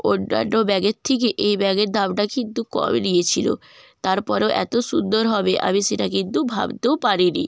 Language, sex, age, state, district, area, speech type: Bengali, female, 18-30, West Bengal, Jalpaiguri, rural, spontaneous